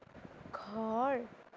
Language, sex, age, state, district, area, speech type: Assamese, female, 30-45, Assam, Sonitpur, rural, read